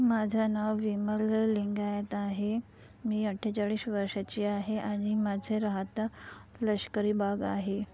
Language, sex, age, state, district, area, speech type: Marathi, female, 45-60, Maharashtra, Nagpur, urban, spontaneous